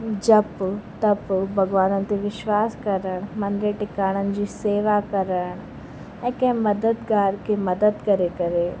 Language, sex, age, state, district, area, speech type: Sindhi, female, 18-30, Rajasthan, Ajmer, urban, spontaneous